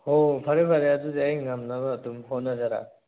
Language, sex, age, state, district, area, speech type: Manipuri, male, 18-30, Manipur, Thoubal, rural, conversation